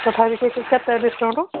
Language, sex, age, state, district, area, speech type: Odia, female, 45-60, Odisha, Angul, rural, conversation